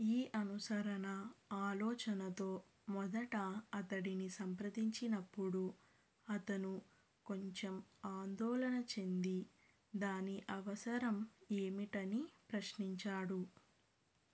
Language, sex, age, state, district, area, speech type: Telugu, female, 30-45, Andhra Pradesh, Krishna, urban, read